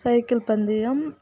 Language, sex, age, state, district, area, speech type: Tamil, female, 45-60, Tamil Nadu, Kallakurichi, urban, spontaneous